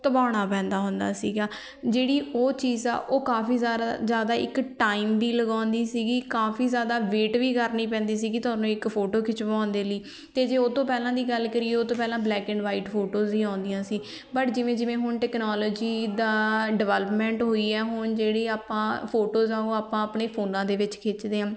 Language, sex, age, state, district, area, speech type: Punjabi, female, 18-30, Punjab, Fatehgarh Sahib, rural, spontaneous